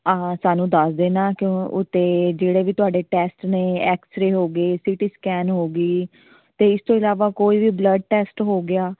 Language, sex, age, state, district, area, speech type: Punjabi, female, 30-45, Punjab, Patiala, rural, conversation